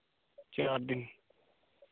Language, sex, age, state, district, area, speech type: Hindi, female, 18-30, Rajasthan, Nagaur, urban, conversation